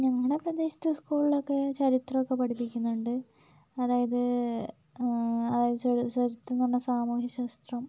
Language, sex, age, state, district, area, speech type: Malayalam, female, 30-45, Kerala, Wayanad, rural, spontaneous